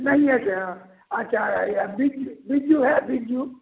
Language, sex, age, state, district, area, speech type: Maithili, male, 60+, Bihar, Samastipur, rural, conversation